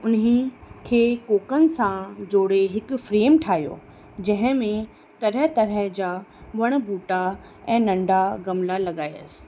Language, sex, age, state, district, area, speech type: Sindhi, female, 30-45, Rajasthan, Ajmer, urban, spontaneous